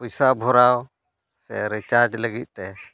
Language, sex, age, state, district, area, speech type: Santali, male, 30-45, Jharkhand, Pakur, rural, spontaneous